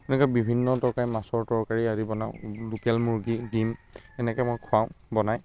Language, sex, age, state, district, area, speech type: Assamese, male, 30-45, Assam, Biswanath, rural, spontaneous